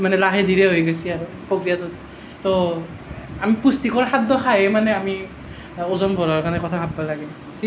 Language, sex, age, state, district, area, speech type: Assamese, male, 18-30, Assam, Nalbari, rural, spontaneous